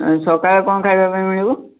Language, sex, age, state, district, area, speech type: Odia, male, 18-30, Odisha, Mayurbhanj, rural, conversation